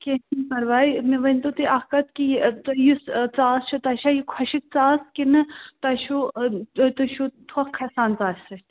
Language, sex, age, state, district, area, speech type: Kashmiri, male, 18-30, Jammu and Kashmir, Srinagar, urban, conversation